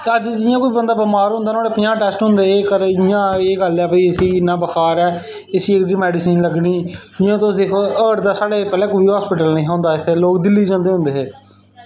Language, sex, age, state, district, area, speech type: Dogri, male, 30-45, Jammu and Kashmir, Samba, rural, spontaneous